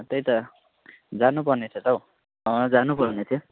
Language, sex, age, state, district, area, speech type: Nepali, male, 18-30, West Bengal, Jalpaiguri, rural, conversation